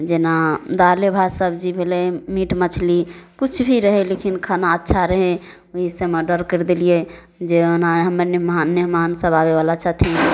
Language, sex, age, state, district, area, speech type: Maithili, female, 18-30, Bihar, Samastipur, rural, spontaneous